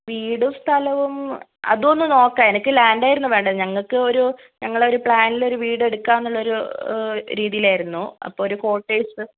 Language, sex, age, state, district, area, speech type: Malayalam, female, 18-30, Kerala, Kozhikode, urban, conversation